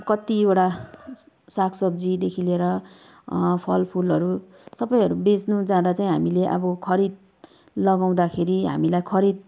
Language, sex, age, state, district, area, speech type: Nepali, female, 30-45, West Bengal, Kalimpong, rural, spontaneous